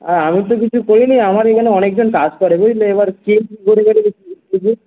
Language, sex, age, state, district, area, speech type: Bengali, male, 18-30, West Bengal, Darjeeling, urban, conversation